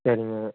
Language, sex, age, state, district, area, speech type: Tamil, male, 18-30, Tamil Nadu, Erode, rural, conversation